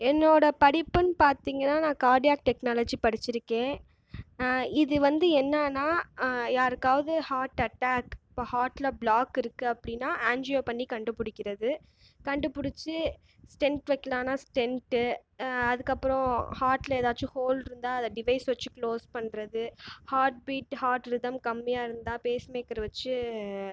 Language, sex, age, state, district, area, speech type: Tamil, female, 18-30, Tamil Nadu, Tiruchirappalli, rural, spontaneous